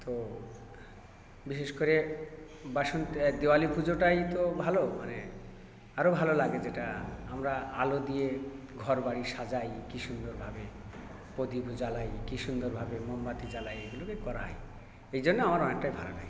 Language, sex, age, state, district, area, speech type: Bengali, male, 60+, West Bengal, South 24 Parganas, rural, spontaneous